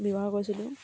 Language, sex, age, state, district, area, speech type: Assamese, female, 18-30, Assam, Charaideo, rural, spontaneous